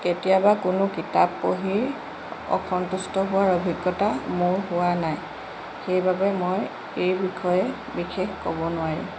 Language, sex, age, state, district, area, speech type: Assamese, female, 45-60, Assam, Jorhat, urban, spontaneous